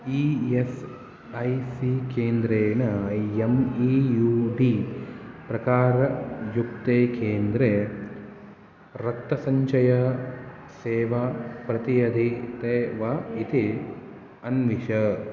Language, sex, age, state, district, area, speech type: Sanskrit, male, 18-30, Karnataka, Uttara Kannada, rural, read